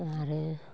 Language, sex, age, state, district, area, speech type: Bodo, female, 45-60, Assam, Baksa, rural, spontaneous